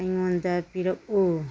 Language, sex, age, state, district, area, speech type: Manipuri, female, 60+, Manipur, Churachandpur, urban, read